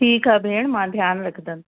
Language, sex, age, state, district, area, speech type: Sindhi, female, 45-60, Delhi, South Delhi, urban, conversation